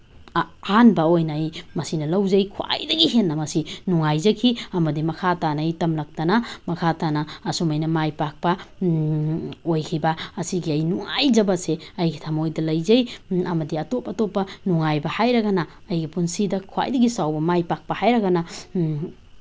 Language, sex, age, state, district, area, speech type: Manipuri, female, 30-45, Manipur, Tengnoupal, rural, spontaneous